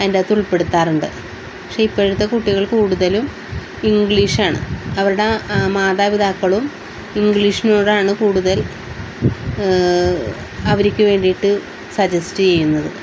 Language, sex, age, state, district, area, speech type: Malayalam, female, 45-60, Kerala, Wayanad, rural, spontaneous